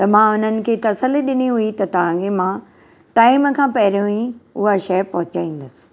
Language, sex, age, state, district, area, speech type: Sindhi, female, 60+, Maharashtra, Thane, urban, spontaneous